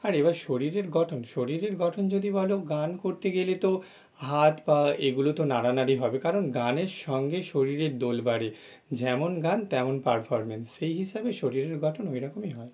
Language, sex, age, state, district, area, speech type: Bengali, male, 30-45, West Bengal, North 24 Parganas, urban, spontaneous